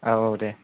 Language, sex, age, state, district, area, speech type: Bodo, male, 18-30, Assam, Kokrajhar, rural, conversation